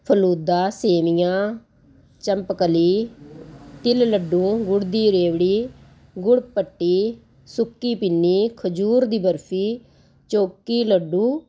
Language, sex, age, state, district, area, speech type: Punjabi, female, 45-60, Punjab, Ludhiana, urban, spontaneous